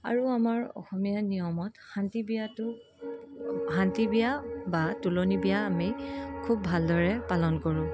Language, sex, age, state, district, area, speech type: Assamese, female, 30-45, Assam, Dibrugarh, urban, spontaneous